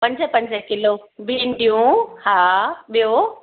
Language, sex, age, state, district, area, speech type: Sindhi, female, 45-60, Gujarat, Surat, urban, conversation